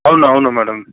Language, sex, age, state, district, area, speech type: Telugu, female, 60+, Andhra Pradesh, Chittoor, rural, conversation